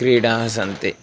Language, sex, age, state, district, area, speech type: Sanskrit, male, 18-30, Karnataka, Uttara Kannada, rural, spontaneous